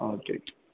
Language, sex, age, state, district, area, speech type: Malayalam, male, 18-30, Kerala, Idukki, rural, conversation